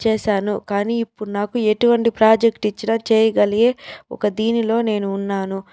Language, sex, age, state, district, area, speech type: Telugu, female, 30-45, Andhra Pradesh, Chittoor, rural, spontaneous